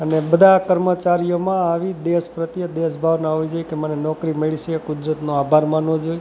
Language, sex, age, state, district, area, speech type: Gujarati, male, 45-60, Gujarat, Rajkot, rural, spontaneous